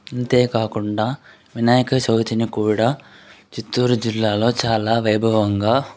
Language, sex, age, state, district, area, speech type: Telugu, male, 45-60, Andhra Pradesh, Chittoor, urban, spontaneous